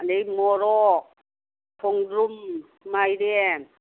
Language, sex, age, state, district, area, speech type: Manipuri, female, 60+, Manipur, Kangpokpi, urban, conversation